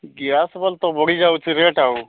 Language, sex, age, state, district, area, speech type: Odia, male, 45-60, Odisha, Nabarangpur, rural, conversation